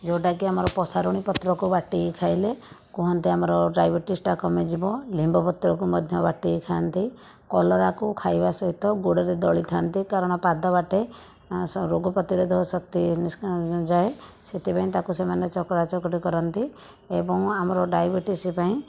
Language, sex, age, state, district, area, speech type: Odia, female, 60+, Odisha, Jajpur, rural, spontaneous